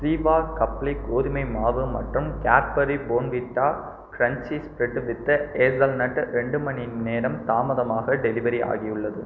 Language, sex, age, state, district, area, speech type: Tamil, male, 18-30, Tamil Nadu, Pudukkottai, rural, read